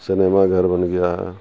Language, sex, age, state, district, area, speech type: Urdu, male, 60+, Bihar, Supaul, rural, spontaneous